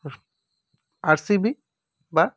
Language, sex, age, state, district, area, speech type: Assamese, male, 18-30, Assam, Charaideo, urban, spontaneous